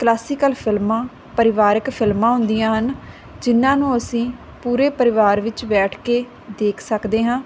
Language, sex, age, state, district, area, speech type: Punjabi, female, 30-45, Punjab, Barnala, rural, spontaneous